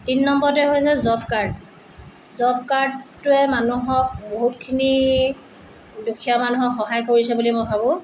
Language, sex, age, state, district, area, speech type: Assamese, female, 45-60, Assam, Tinsukia, rural, spontaneous